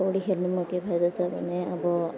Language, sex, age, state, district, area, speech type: Nepali, female, 30-45, West Bengal, Alipurduar, urban, spontaneous